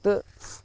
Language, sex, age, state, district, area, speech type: Kashmiri, male, 18-30, Jammu and Kashmir, Baramulla, rural, spontaneous